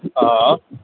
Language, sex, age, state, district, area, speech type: Sindhi, male, 30-45, Gujarat, Kutch, urban, conversation